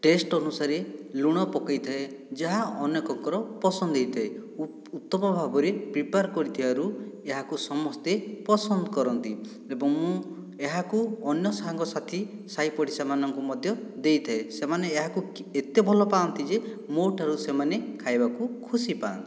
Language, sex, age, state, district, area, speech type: Odia, male, 60+, Odisha, Boudh, rural, spontaneous